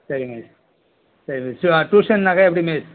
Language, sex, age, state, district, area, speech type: Tamil, male, 60+, Tamil Nadu, Nagapattinam, rural, conversation